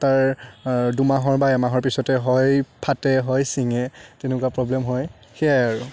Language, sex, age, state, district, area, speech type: Assamese, male, 30-45, Assam, Biswanath, rural, spontaneous